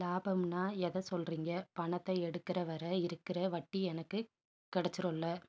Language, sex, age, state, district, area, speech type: Tamil, female, 30-45, Tamil Nadu, Nilgiris, rural, read